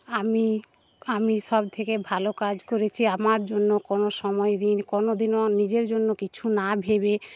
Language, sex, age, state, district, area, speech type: Bengali, female, 45-60, West Bengal, Paschim Medinipur, rural, spontaneous